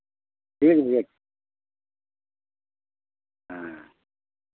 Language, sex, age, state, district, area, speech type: Hindi, male, 60+, Uttar Pradesh, Lucknow, rural, conversation